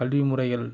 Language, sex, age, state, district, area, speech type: Tamil, male, 30-45, Tamil Nadu, Tiruppur, rural, spontaneous